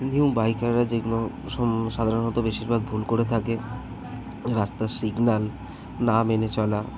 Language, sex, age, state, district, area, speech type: Bengali, male, 18-30, West Bengal, Kolkata, urban, spontaneous